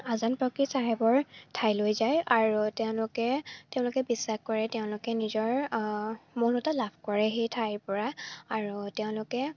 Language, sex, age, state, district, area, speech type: Assamese, female, 18-30, Assam, Charaideo, rural, spontaneous